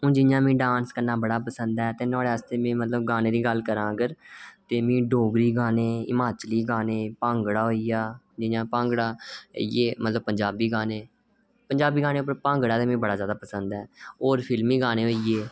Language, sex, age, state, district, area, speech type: Dogri, male, 18-30, Jammu and Kashmir, Reasi, rural, spontaneous